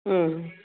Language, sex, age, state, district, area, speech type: Kannada, female, 60+, Karnataka, Gadag, rural, conversation